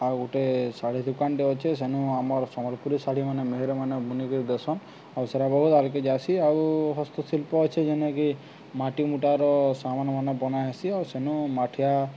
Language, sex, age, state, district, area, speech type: Odia, male, 18-30, Odisha, Subarnapur, rural, spontaneous